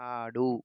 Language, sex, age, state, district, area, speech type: Telugu, male, 45-60, Andhra Pradesh, West Godavari, rural, read